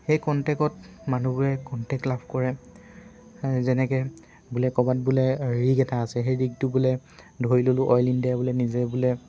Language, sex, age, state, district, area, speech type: Assamese, male, 18-30, Assam, Dibrugarh, urban, spontaneous